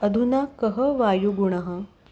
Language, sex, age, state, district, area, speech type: Sanskrit, female, 30-45, Maharashtra, Nagpur, urban, read